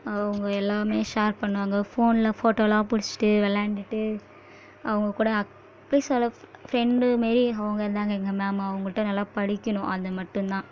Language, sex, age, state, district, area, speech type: Tamil, female, 18-30, Tamil Nadu, Kallakurichi, rural, spontaneous